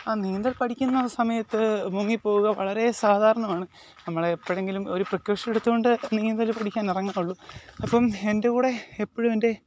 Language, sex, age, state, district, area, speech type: Malayalam, male, 18-30, Kerala, Alappuzha, rural, spontaneous